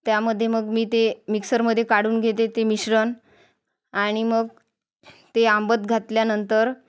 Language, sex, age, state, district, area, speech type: Marathi, female, 30-45, Maharashtra, Wardha, rural, spontaneous